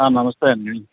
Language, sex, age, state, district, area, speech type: Telugu, male, 60+, Andhra Pradesh, Nandyal, urban, conversation